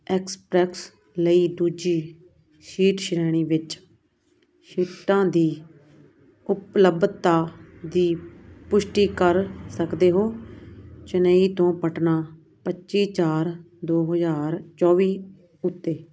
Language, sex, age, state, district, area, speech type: Punjabi, female, 30-45, Punjab, Muktsar, urban, read